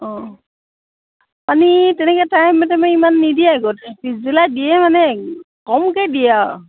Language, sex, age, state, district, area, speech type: Assamese, female, 45-60, Assam, Sivasagar, rural, conversation